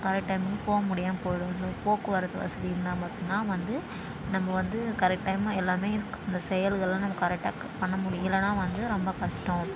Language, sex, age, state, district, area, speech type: Tamil, female, 18-30, Tamil Nadu, Tiruvannamalai, urban, spontaneous